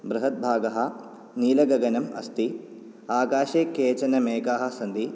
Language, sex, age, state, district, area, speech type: Sanskrit, male, 18-30, Kerala, Kottayam, urban, spontaneous